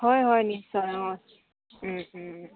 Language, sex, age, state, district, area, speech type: Assamese, female, 18-30, Assam, Dibrugarh, rural, conversation